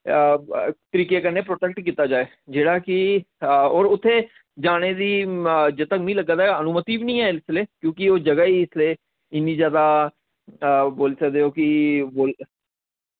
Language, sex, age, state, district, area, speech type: Dogri, male, 30-45, Jammu and Kashmir, Jammu, rural, conversation